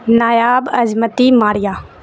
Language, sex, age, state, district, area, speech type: Urdu, female, 30-45, Bihar, Supaul, urban, spontaneous